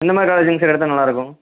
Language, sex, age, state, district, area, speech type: Tamil, male, 18-30, Tamil Nadu, Erode, rural, conversation